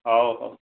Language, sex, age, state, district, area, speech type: Odia, male, 30-45, Odisha, Dhenkanal, rural, conversation